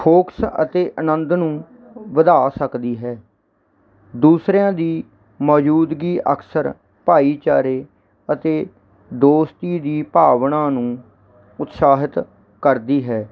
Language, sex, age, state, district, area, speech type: Punjabi, male, 30-45, Punjab, Barnala, urban, spontaneous